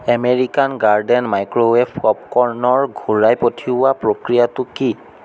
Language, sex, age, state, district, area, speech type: Assamese, male, 30-45, Assam, Sonitpur, urban, read